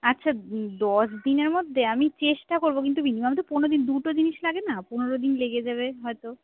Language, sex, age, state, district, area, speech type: Bengali, female, 30-45, West Bengal, Darjeeling, rural, conversation